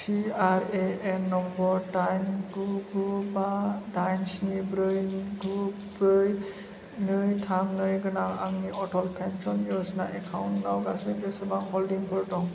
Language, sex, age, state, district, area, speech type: Bodo, male, 18-30, Assam, Chirang, rural, read